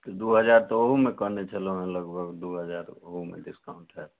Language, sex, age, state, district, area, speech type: Maithili, male, 45-60, Bihar, Madhubani, rural, conversation